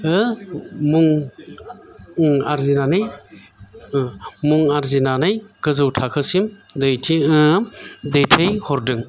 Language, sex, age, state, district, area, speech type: Bodo, male, 45-60, Assam, Chirang, urban, spontaneous